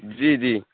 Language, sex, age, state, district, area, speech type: Urdu, male, 18-30, Uttar Pradesh, Lucknow, urban, conversation